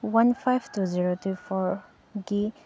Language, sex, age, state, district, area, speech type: Manipuri, female, 18-30, Manipur, Chandel, rural, read